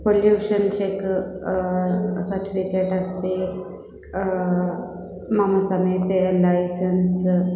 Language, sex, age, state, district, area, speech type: Sanskrit, female, 30-45, Andhra Pradesh, East Godavari, urban, spontaneous